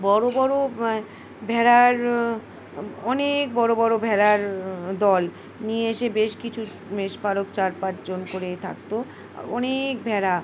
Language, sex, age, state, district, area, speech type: Bengali, female, 45-60, West Bengal, Uttar Dinajpur, urban, spontaneous